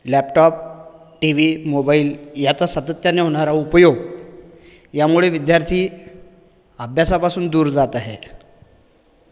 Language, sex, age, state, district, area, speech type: Marathi, male, 30-45, Maharashtra, Buldhana, urban, spontaneous